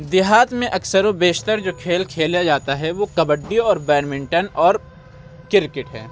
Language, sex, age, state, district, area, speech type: Urdu, male, 30-45, Uttar Pradesh, Lucknow, rural, spontaneous